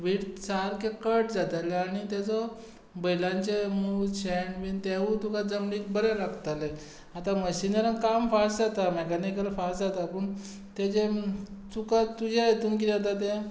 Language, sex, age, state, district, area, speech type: Goan Konkani, male, 45-60, Goa, Tiswadi, rural, spontaneous